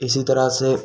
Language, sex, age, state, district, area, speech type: Hindi, male, 18-30, Rajasthan, Bharatpur, urban, spontaneous